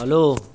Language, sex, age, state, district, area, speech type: Gujarati, male, 18-30, Gujarat, Anand, urban, spontaneous